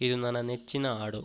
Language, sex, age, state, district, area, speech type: Kannada, male, 18-30, Karnataka, Kodagu, rural, read